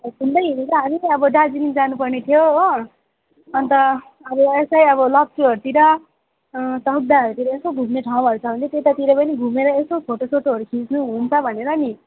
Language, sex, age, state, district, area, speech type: Nepali, female, 18-30, West Bengal, Darjeeling, rural, conversation